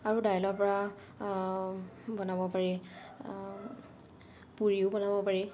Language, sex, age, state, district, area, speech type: Assamese, female, 30-45, Assam, Dhemaji, urban, spontaneous